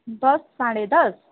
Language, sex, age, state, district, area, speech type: Nepali, female, 30-45, West Bengal, Jalpaiguri, urban, conversation